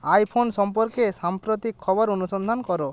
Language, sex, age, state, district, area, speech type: Bengali, male, 30-45, West Bengal, Jalpaiguri, rural, read